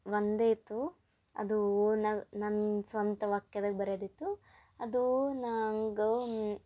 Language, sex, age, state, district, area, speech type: Kannada, female, 18-30, Karnataka, Gulbarga, urban, spontaneous